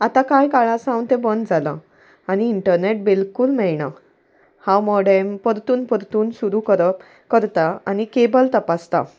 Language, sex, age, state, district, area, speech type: Goan Konkani, female, 30-45, Goa, Salcete, rural, spontaneous